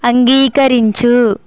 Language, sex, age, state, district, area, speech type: Telugu, female, 30-45, Andhra Pradesh, Konaseema, rural, read